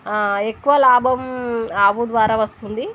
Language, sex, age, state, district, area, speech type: Telugu, female, 30-45, Telangana, Warangal, rural, spontaneous